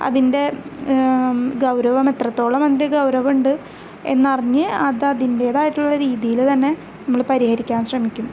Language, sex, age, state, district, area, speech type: Malayalam, female, 18-30, Kerala, Ernakulam, rural, spontaneous